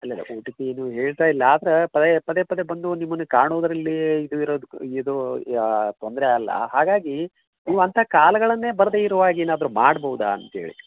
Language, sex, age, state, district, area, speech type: Kannada, male, 60+, Karnataka, Koppal, rural, conversation